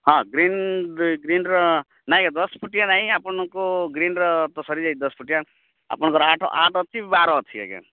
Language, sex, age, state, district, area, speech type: Odia, male, 45-60, Odisha, Rayagada, rural, conversation